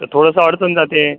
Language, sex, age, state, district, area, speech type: Marathi, male, 45-60, Maharashtra, Akola, rural, conversation